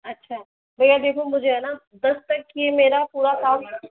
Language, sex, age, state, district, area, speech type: Hindi, female, 60+, Rajasthan, Jaipur, urban, conversation